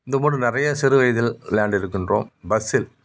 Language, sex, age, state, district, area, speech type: Tamil, male, 45-60, Tamil Nadu, Nagapattinam, rural, spontaneous